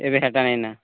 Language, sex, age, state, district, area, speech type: Odia, male, 18-30, Odisha, Nuapada, urban, conversation